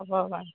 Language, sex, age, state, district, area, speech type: Assamese, female, 45-60, Assam, Golaghat, urban, conversation